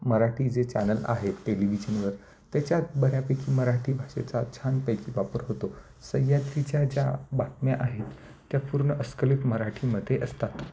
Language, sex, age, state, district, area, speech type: Marathi, male, 30-45, Maharashtra, Nashik, urban, spontaneous